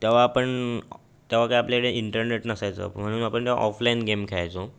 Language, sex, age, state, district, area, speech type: Marathi, male, 18-30, Maharashtra, Raigad, urban, spontaneous